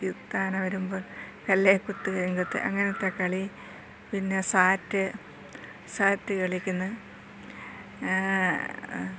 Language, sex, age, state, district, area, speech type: Malayalam, female, 60+, Kerala, Thiruvananthapuram, urban, spontaneous